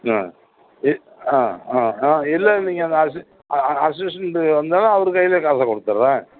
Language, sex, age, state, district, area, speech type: Tamil, male, 60+, Tamil Nadu, Perambalur, rural, conversation